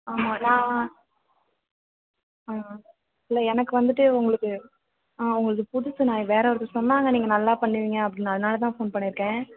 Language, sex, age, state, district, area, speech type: Tamil, female, 18-30, Tamil Nadu, Perambalur, rural, conversation